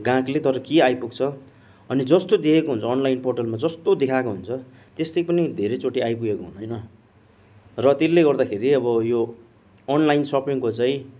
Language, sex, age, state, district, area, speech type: Nepali, male, 30-45, West Bengal, Kalimpong, rural, spontaneous